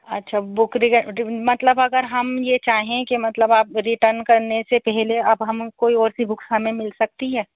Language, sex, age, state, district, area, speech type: Urdu, female, 30-45, Delhi, North East Delhi, urban, conversation